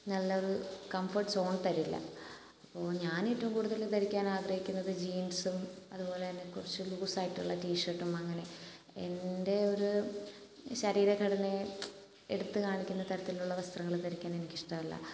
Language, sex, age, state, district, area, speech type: Malayalam, female, 18-30, Kerala, Kottayam, rural, spontaneous